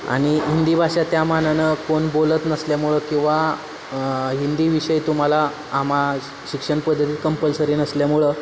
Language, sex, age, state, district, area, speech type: Marathi, male, 18-30, Maharashtra, Satara, urban, spontaneous